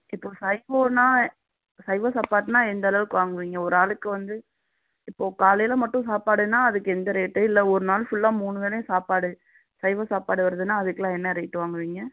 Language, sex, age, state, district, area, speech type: Tamil, female, 30-45, Tamil Nadu, Madurai, urban, conversation